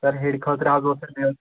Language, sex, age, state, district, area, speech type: Kashmiri, male, 18-30, Jammu and Kashmir, Pulwama, urban, conversation